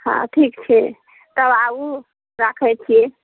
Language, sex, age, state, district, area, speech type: Maithili, female, 45-60, Bihar, Araria, rural, conversation